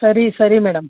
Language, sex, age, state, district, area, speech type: Kannada, female, 60+, Karnataka, Mandya, rural, conversation